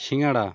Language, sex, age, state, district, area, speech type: Bengali, male, 30-45, West Bengal, Birbhum, urban, spontaneous